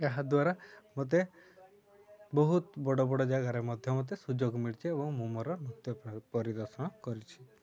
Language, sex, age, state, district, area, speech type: Odia, male, 18-30, Odisha, Mayurbhanj, rural, spontaneous